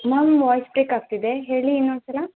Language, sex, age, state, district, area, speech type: Kannada, female, 18-30, Karnataka, Chikkaballapur, urban, conversation